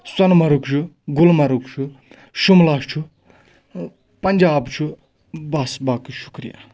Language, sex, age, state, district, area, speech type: Kashmiri, male, 30-45, Jammu and Kashmir, Anantnag, rural, spontaneous